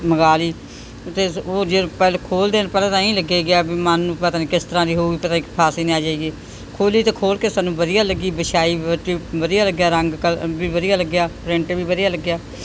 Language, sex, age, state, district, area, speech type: Punjabi, female, 60+, Punjab, Bathinda, urban, spontaneous